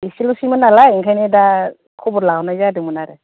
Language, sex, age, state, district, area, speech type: Bodo, female, 45-60, Assam, Kokrajhar, urban, conversation